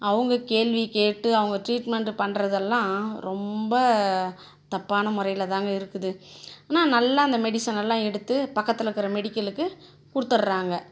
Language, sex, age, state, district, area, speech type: Tamil, female, 45-60, Tamil Nadu, Dharmapuri, rural, spontaneous